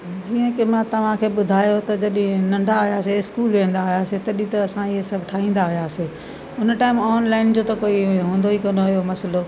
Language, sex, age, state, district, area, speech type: Sindhi, female, 60+, Delhi, South Delhi, rural, spontaneous